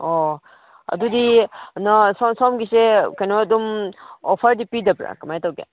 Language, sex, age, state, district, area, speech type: Manipuri, female, 30-45, Manipur, Kangpokpi, urban, conversation